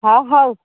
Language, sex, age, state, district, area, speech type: Odia, female, 30-45, Odisha, Nayagarh, rural, conversation